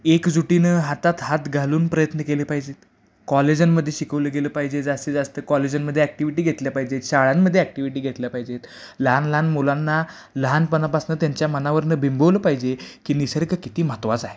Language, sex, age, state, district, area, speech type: Marathi, male, 18-30, Maharashtra, Sangli, urban, spontaneous